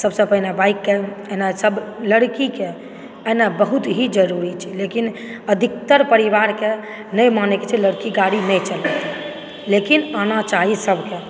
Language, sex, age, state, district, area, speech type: Maithili, female, 30-45, Bihar, Supaul, urban, spontaneous